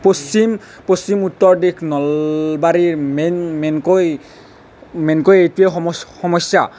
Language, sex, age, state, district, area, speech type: Assamese, male, 18-30, Assam, Nalbari, rural, spontaneous